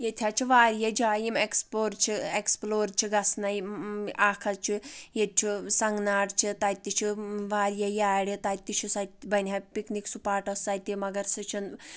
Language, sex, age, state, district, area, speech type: Kashmiri, female, 45-60, Jammu and Kashmir, Anantnag, rural, spontaneous